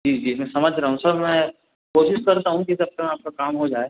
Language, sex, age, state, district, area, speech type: Hindi, male, 18-30, Madhya Pradesh, Betul, urban, conversation